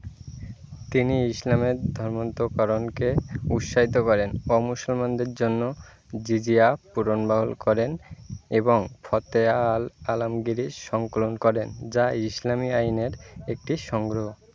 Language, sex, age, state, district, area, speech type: Bengali, male, 18-30, West Bengal, Birbhum, urban, read